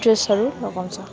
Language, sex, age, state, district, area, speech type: Nepali, female, 30-45, West Bengal, Darjeeling, rural, spontaneous